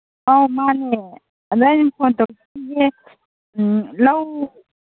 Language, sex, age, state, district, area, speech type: Manipuri, female, 45-60, Manipur, Kangpokpi, urban, conversation